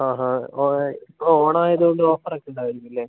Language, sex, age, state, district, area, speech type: Malayalam, male, 18-30, Kerala, Wayanad, rural, conversation